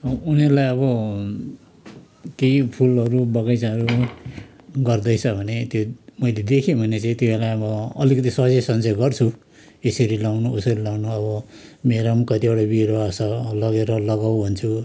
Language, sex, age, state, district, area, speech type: Nepali, male, 60+, West Bengal, Kalimpong, rural, spontaneous